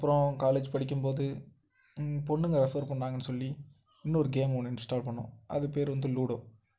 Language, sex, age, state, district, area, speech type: Tamil, male, 18-30, Tamil Nadu, Nagapattinam, rural, spontaneous